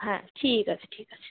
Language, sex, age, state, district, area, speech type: Bengali, female, 18-30, West Bengal, Alipurduar, rural, conversation